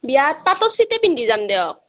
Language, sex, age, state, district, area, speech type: Assamese, female, 18-30, Assam, Nalbari, rural, conversation